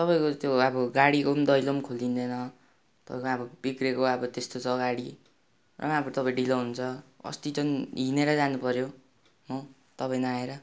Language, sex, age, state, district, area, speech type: Nepali, male, 18-30, West Bengal, Darjeeling, rural, spontaneous